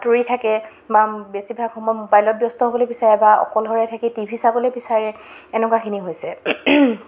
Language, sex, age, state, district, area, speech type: Assamese, female, 18-30, Assam, Jorhat, urban, spontaneous